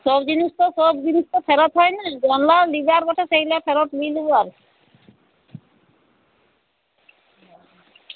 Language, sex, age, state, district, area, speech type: Bengali, female, 60+, West Bengal, Uttar Dinajpur, urban, conversation